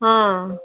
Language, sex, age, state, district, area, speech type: Odia, female, 60+, Odisha, Gajapati, rural, conversation